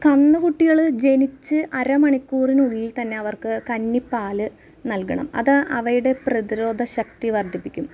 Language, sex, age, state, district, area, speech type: Malayalam, female, 30-45, Kerala, Ernakulam, rural, spontaneous